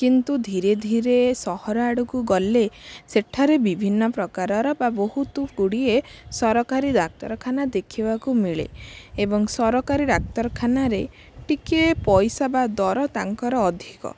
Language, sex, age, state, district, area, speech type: Odia, female, 18-30, Odisha, Bhadrak, rural, spontaneous